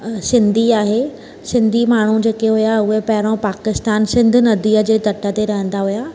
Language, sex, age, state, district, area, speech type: Sindhi, female, 30-45, Maharashtra, Mumbai Suburban, urban, spontaneous